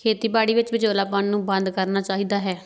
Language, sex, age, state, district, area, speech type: Punjabi, female, 18-30, Punjab, Tarn Taran, rural, spontaneous